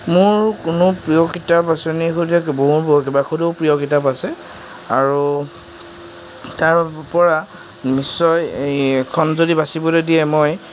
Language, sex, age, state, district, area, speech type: Assamese, male, 60+, Assam, Darrang, rural, spontaneous